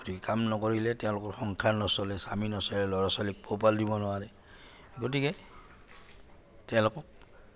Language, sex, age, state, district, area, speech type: Assamese, male, 60+, Assam, Goalpara, urban, spontaneous